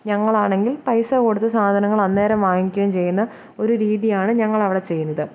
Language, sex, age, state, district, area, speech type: Malayalam, female, 18-30, Kerala, Kottayam, rural, spontaneous